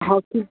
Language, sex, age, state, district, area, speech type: Odia, male, 30-45, Odisha, Sundergarh, urban, conversation